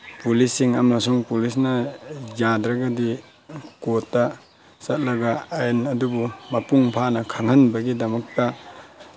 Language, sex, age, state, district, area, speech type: Manipuri, male, 45-60, Manipur, Tengnoupal, rural, spontaneous